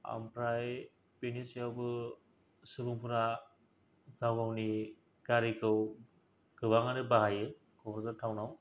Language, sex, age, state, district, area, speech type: Bodo, male, 18-30, Assam, Kokrajhar, rural, spontaneous